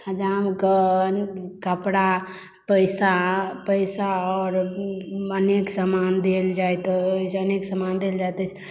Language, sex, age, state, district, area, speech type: Maithili, female, 18-30, Bihar, Madhubani, rural, spontaneous